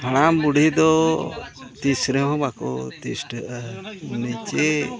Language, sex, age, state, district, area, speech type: Santali, male, 60+, Odisha, Mayurbhanj, rural, spontaneous